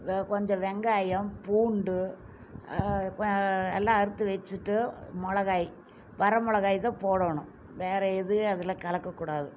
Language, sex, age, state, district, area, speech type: Tamil, female, 60+, Tamil Nadu, Coimbatore, urban, spontaneous